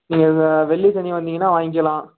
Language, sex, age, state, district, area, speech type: Tamil, male, 18-30, Tamil Nadu, Namakkal, urban, conversation